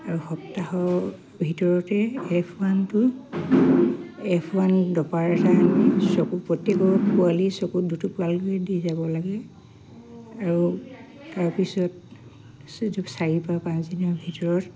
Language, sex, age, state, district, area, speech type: Assamese, female, 45-60, Assam, Dibrugarh, rural, spontaneous